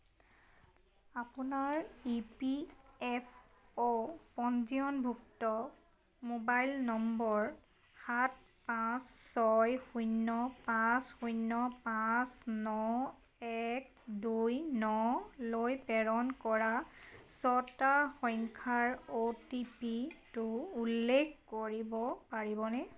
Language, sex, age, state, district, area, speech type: Assamese, female, 30-45, Assam, Sivasagar, rural, read